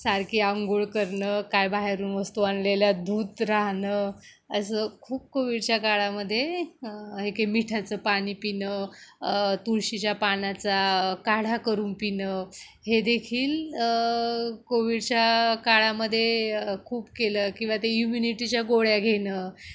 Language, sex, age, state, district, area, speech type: Marathi, female, 30-45, Maharashtra, Ratnagiri, rural, spontaneous